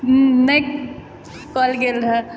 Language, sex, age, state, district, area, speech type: Maithili, female, 18-30, Bihar, Purnia, urban, spontaneous